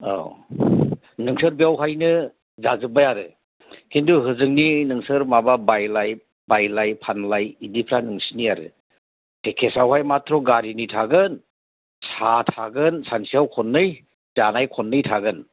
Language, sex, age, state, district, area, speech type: Bodo, male, 45-60, Assam, Chirang, rural, conversation